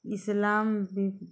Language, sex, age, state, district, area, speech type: Odia, female, 60+, Odisha, Balangir, urban, spontaneous